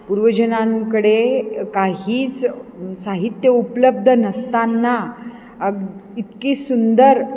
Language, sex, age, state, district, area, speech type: Marathi, female, 45-60, Maharashtra, Nashik, urban, spontaneous